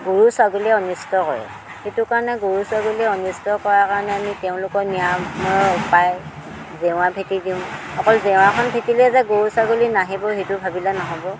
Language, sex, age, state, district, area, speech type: Assamese, female, 60+, Assam, Dhemaji, rural, spontaneous